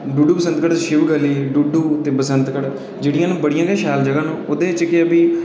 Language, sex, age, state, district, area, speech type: Dogri, male, 18-30, Jammu and Kashmir, Udhampur, rural, spontaneous